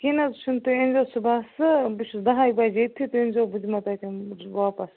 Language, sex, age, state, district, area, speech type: Kashmiri, female, 30-45, Jammu and Kashmir, Baramulla, rural, conversation